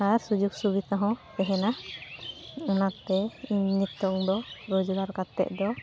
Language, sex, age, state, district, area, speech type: Santali, female, 18-30, West Bengal, Malda, rural, spontaneous